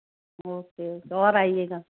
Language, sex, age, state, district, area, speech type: Hindi, female, 45-60, Madhya Pradesh, Balaghat, rural, conversation